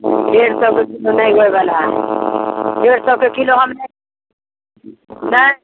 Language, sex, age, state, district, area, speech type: Maithili, female, 30-45, Bihar, Muzaffarpur, rural, conversation